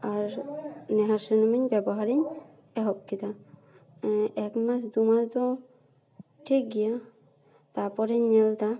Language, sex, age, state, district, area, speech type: Santali, female, 18-30, West Bengal, Paschim Bardhaman, urban, spontaneous